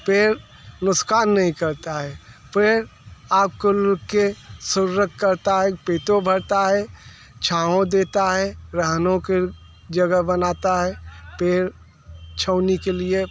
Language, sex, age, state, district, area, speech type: Hindi, male, 60+, Uttar Pradesh, Mirzapur, urban, spontaneous